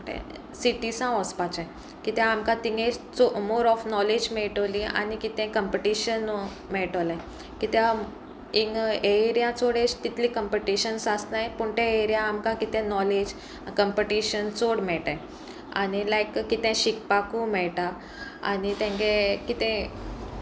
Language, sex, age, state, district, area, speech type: Goan Konkani, female, 18-30, Goa, Sanguem, rural, spontaneous